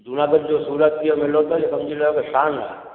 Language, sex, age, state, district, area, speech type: Sindhi, male, 45-60, Gujarat, Junagadh, urban, conversation